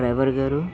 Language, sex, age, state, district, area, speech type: Telugu, male, 18-30, Andhra Pradesh, Eluru, urban, spontaneous